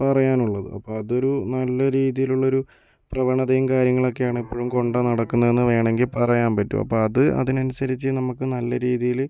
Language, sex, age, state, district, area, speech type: Malayalam, male, 18-30, Kerala, Kozhikode, urban, spontaneous